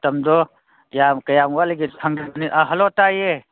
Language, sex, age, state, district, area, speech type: Manipuri, male, 45-60, Manipur, Kangpokpi, urban, conversation